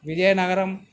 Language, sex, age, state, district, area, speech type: Telugu, male, 60+, Telangana, Hyderabad, urban, spontaneous